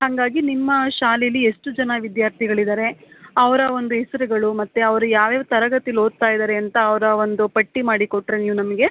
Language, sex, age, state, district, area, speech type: Kannada, female, 30-45, Karnataka, Mandya, urban, conversation